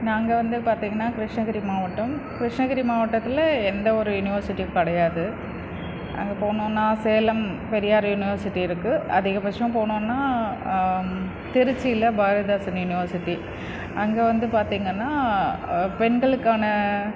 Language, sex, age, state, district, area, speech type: Tamil, female, 30-45, Tamil Nadu, Krishnagiri, rural, spontaneous